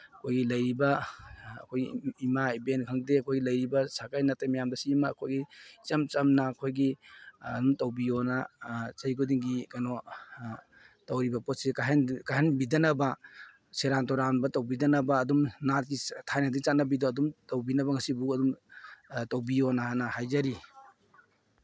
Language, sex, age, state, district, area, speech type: Manipuri, male, 45-60, Manipur, Imphal East, rural, spontaneous